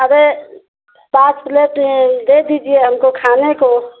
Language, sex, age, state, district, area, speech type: Hindi, female, 60+, Uttar Pradesh, Mau, urban, conversation